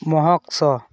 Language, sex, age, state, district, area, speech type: Santali, male, 18-30, West Bengal, Dakshin Dinajpur, rural, read